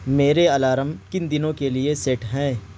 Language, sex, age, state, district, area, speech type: Urdu, male, 18-30, Delhi, East Delhi, urban, read